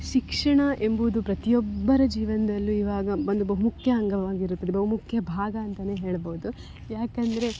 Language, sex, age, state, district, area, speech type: Kannada, female, 18-30, Karnataka, Dakshina Kannada, rural, spontaneous